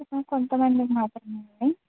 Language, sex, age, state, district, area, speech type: Telugu, female, 45-60, Andhra Pradesh, East Godavari, urban, conversation